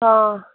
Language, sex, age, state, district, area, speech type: Hindi, female, 18-30, Rajasthan, Nagaur, rural, conversation